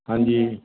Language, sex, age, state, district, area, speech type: Punjabi, male, 60+, Punjab, Fazilka, rural, conversation